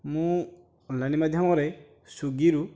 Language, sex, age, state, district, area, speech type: Odia, male, 18-30, Odisha, Nayagarh, rural, spontaneous